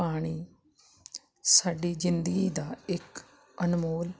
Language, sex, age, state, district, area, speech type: Punjabi, female, 45-60, Punjab, Jalandhar, rural, spontaneous